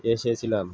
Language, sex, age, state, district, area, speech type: Bengali, male, 45-60, West Bengal, Uttar Dinajpur, urban, spontaneous